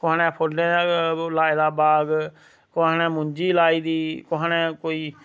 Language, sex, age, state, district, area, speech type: Dogri, male, 30-45, Jammu and Kashmir, Samba, rural, spontaneous